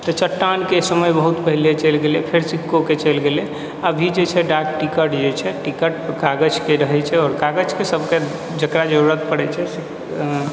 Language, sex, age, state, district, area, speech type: Maithili, male, 30-45, Bihar, Purnia, rural, spontaneous